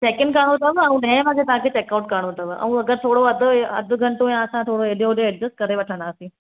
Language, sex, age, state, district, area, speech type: Sindhi, female, 30-45, Madhya Pradesh, Katni, rural, conversation